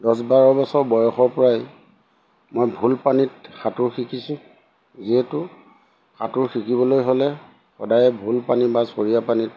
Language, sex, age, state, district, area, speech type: Assamese, male, 60+, Assam, Lakhimpur, rural, spontaneous